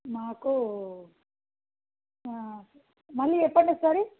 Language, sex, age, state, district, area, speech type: Telugu, female, 30-45, Telangana, Mancherial, rural, conversation